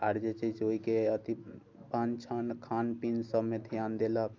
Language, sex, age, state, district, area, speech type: Maithili, male, 30-45, Bihar, Muzaffarpur, urban, spontaneous